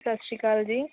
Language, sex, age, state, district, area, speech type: Punjabi, female, 18-30, Punjab, Mohali, rural, conversation